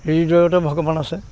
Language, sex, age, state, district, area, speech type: Assamese, male, 60+, Assam, Dhemaji, rural, spontaneous